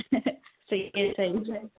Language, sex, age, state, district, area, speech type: Sindhi, female, 18-30, Gujarat, Kutch, rural, conversation